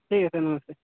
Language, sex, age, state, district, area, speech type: Hindi, male, 18-30, Uttar Pradesh, Mau, rural, conversation